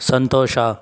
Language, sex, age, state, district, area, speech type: Kannada, male, 45-60, Karnataka, Chikkaballapur, rural, read